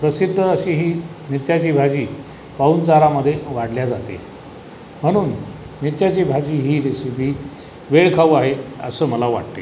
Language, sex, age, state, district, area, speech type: Marathi, male, 45-60, Maharashtra, Buldhana, rural, spontaneous